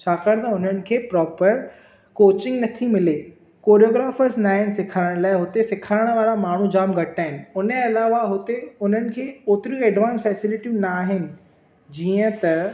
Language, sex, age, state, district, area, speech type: Sindhi, male, 18-30, Maharashtra, Thane, urban, spontaneous